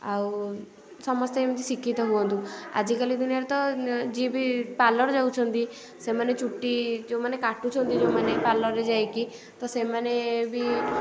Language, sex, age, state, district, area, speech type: Odia, female, 18-30, Odisha, Puri, urban, spontaneous